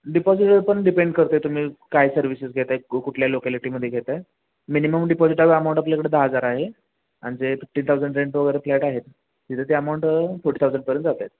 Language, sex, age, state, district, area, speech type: Marathi, male, 18-30, Maharashtra, Sangli, urban, conversation